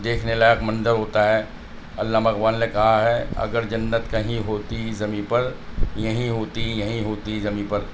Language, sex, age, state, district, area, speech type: Urdu, male, 45-60, Delhi, North East Delhi, urban, spontaneous